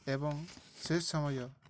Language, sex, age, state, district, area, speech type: Odia, male, 18-30, Odisha, Balangir, urban, spontaneous